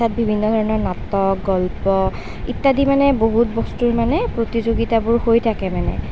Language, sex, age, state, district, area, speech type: Assamese, female, 18-30, Assam, Nalbari, rural, spontaneous